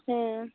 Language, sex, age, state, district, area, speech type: Santali, female, 18-30, West Bengal, Purba Medinipur, rural, conversation